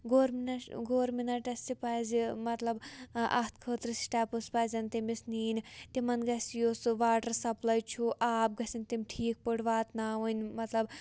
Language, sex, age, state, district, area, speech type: Kashmiri, female, 18-30, Jammu and Kashmir, Shopian, rural, spontaneous